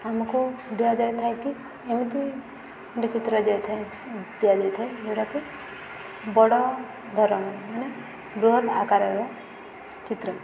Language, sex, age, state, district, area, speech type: Odia, female, 18-30, Odisha, Subarnapur, urban, spontaneous